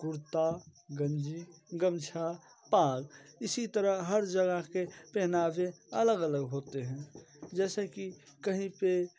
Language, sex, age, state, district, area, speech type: Hindi, male, 18-30, Bihar, Darbhanga, rural, spontaneous